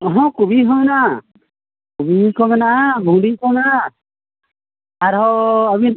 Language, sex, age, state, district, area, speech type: Santali, male, 45-60, Odisha, Mayurbhanj, rural, conversation